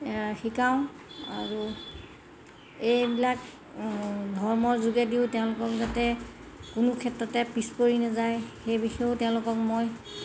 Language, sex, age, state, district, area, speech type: Assamese, female, 60+, Assam, Golaghat, urban, spontaneous